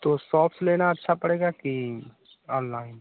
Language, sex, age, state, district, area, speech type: Hindi, male, 30-45, Uttar Pradesh, Mau, rural, conversation